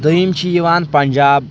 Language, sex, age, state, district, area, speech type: Kashmiri, male, 18-30, Jammu and Kashmir, Kulgam, rural, spontaneous